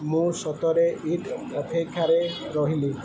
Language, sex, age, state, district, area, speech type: Odia, male, 18-30, Odisha, Sundergarh, urban, read